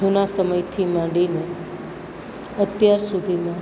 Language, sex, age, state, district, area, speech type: Gujarati, female, 60+, Gujarat, Valsad, urban, spontaneous